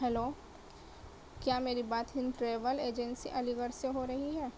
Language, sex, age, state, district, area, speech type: Urdu, female, 30-45, Delhi, South Delhi, urban, spontaneous